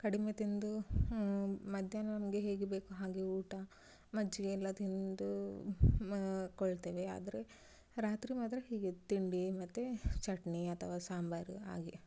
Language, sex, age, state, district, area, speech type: Kannada, female, 30-45, Karnataka, Udupi, rural, spontaneous